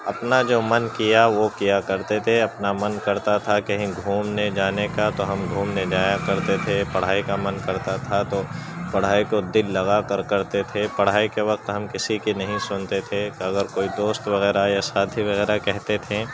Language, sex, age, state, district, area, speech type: Urdu, male, 45-60, Uttar Pradesh, Gautam Buddha Nagar, rural, spontaneous